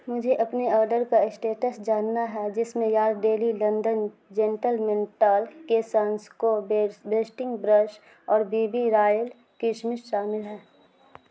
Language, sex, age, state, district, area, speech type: Urdu, female, 30-45, Bihar, Supaul, rural, read